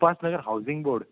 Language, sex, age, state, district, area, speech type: Goan Konkani, male, 30-45, Goa, Murmgao, rural, conversation